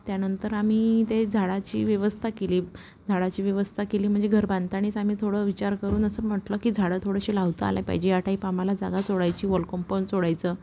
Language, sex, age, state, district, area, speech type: Marathi, female, 30-45, Maharashtra, Wardha, rural, spontaneous